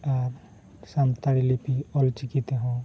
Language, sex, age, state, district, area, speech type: Santali, male, 45-60, Odisha, Mayurbhanj, rural, spontaneous